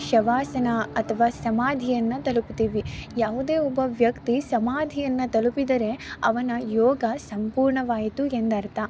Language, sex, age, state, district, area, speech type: Kannada, female, 18-30, Karnataka, Mysore, rural, spontaneous